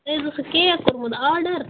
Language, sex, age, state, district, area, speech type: Kashmiri, female, 60+, Jammu and Kashmir, Baramulla, rural, conversation